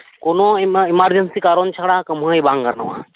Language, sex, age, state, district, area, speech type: Santali, male, 30-45, West Bengal, Birbhum, rural, conversation